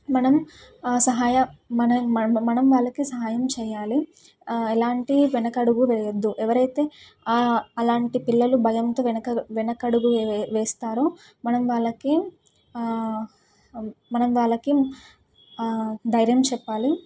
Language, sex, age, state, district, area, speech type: Telugu, female, 18-30, Telangana, Suryapet, urban, spontaneous